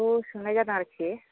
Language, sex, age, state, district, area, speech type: Bodo, female, 30-45, Assam, Kokrajhar, rural, conversation